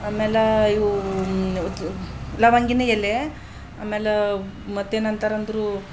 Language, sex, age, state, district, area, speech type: Kannada, female, 45-60, Karnataka, Bidar, urban, spontaneous